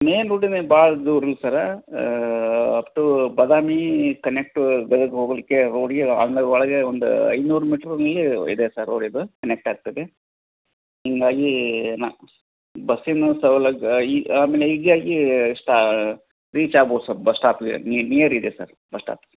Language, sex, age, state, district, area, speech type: Kannada, male, 45-60, Karnataka, Gadag, rural, conversation